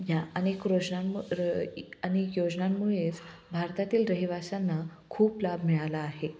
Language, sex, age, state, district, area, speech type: Marathi, female, 18-30, Maharashtra, Osmanabad, rural, spontaneous